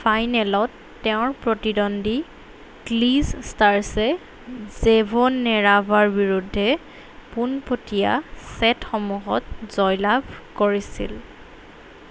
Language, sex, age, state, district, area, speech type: Assamese, female, 18-30, Assam, Golaghat, urban, read